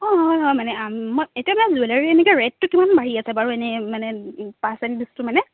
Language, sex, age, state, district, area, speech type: Assamese, female, 18-30, Assam, Charaideo, rural, conversation